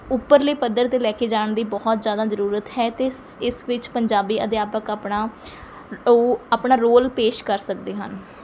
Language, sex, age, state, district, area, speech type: Punjabi, female, 30-45, Punjab, Mohali, rural, spontaneous